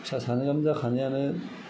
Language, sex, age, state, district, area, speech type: Bodo, male, 60+, Assam, Kokrajhar, rural, spontaneous